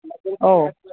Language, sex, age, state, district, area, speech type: Malayalam, male, 30-45, Kerala, Alappuzha, rural, conversation